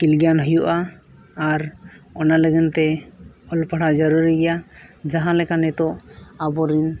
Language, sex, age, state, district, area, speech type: Santali, male, 18-30, Jharkhand, East Singhbhum, rural, spontaneous